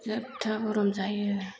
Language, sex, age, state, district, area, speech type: Bodo, female, 45-60, Assam, Chirang, rural, spontaneous